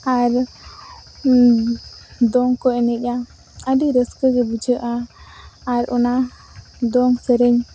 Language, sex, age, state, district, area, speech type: Santali, female, 18-30, Jharkhand, Seraikela Kharsawan, rural, spontaneous